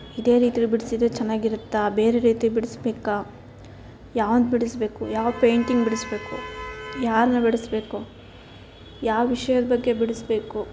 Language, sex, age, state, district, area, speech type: Kannada, female, 18-30, Karnataka, Davanagere, rural, spontaneous